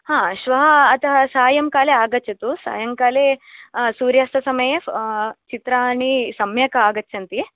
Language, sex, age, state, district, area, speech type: Sanskrit, female, 18-30, Karnataka, Udupi, urban, conversation